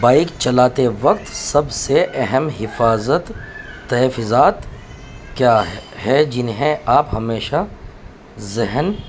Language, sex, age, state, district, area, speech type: Urdu, male, 30-45, Uttar Pradesh, Muzaffarnagar, urban, spontaneous